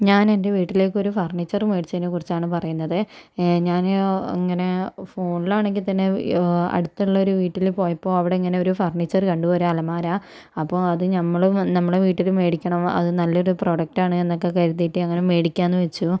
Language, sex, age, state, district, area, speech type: Malayalam, female, 45-60, Kerala, Kozhikode, urban, spontaneous